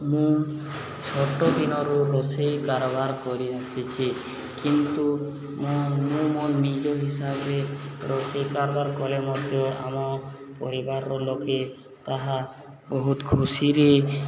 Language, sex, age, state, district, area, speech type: Odia, male, 18-30, Odisha, Subarnapur, urban, spontaneous